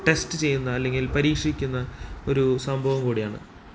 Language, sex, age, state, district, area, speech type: Malayalam, male, 18-30, Kerala, Thrissur, urban, spontaneous